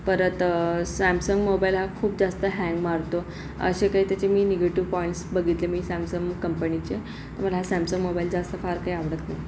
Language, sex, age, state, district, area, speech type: Marathi, female, 45-60, Maharashtra, Akola, urban, spontaneous